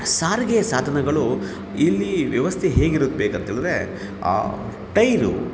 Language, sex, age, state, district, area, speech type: Kannada, male, 30-45, Karnataka, Kolar, rural, spontaneous